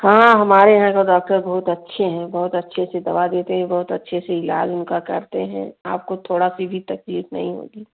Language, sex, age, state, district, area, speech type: Hindi, female, 30-45, Uttar Pradesh, Jaunpur, rural, conversation